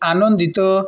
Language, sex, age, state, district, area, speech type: Odia, male, 18-30, Odisha, Balasore, rural, read